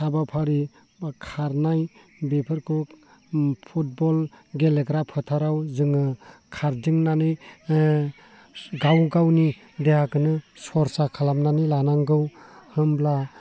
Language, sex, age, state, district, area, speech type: Bodo, male, 30-45, Assam, Baksa, rural, spontaneous